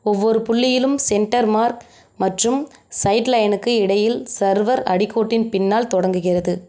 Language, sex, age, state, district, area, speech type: Tamil, female, 30-45, Tamil Nadu, Ariyalur, rural, read